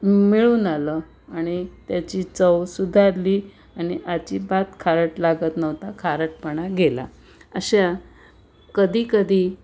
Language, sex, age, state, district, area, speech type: Marathi, female, 60+, Maharashtra, Pune, urban, spontaneous